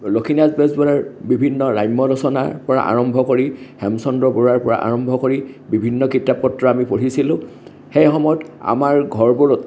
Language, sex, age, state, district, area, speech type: Assamese, male, 60+, Assam, Kamrup Metropolitan, urban, spontaneous